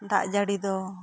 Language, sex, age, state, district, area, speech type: Santali, female, 45-60, West Bengal, Bankura, rural, spontaneous